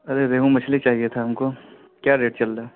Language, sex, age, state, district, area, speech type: Urdu, male, 30-45, Bihar, Khagaria, rural, conversation